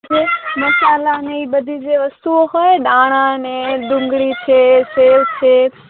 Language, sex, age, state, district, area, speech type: Gujarati, female, 18-30, Gujarat, Kutch, rural, conversation